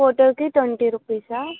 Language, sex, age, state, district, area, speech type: Telugu, female, 18-30, Telangana, Nizamabad, urban, conversation